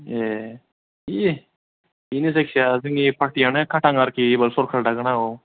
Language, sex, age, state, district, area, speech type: Bodo, male, 30-45, Assam, Kokrajhar, rural, conversation